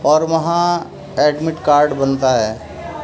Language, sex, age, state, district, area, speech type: Urdu, male, 60+, Uttar Pradesh, Muzaffarnagar, urban, spontaneous